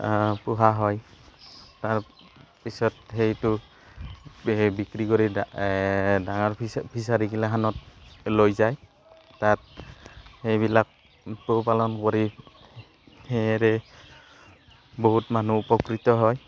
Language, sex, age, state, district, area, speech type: Assamese, male, 30-45, Assam, Barpeta, rural, spontaneous